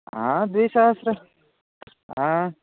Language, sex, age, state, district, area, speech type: Sanskrit, male, 18-30, Odisha, Puri, urban, conversation